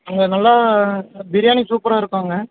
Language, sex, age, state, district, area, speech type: Tamil, male, 18-30, Tamil Nadu, Dharmapuri, rural, conversation